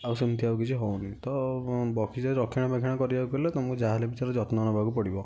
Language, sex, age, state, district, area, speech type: Odia, male, 60+, Odisha, Kendujhar, urban, spontaneous